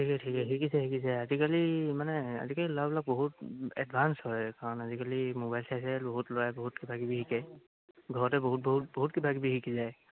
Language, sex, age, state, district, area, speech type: Assamese, male, 18-30, Assam, Charaideo, rural, conversation